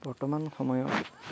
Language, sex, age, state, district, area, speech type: Assamese, male, 30-45, Assam, Darrang, rural, spontaneous